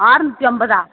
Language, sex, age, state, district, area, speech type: Tamil, female, 45-60, Tamil Nadu, Tiruvannamalai, urban, conversation